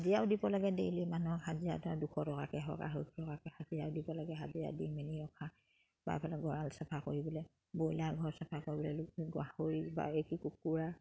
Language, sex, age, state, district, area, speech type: Assamese, female, 30-45, Assam, Charaideo, rural, spontaneous